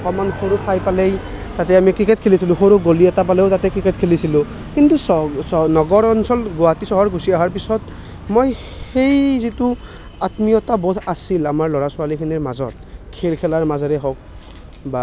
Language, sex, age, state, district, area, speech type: Assamese, male, 18-30, Assam, Nalbari, rural, spontaneous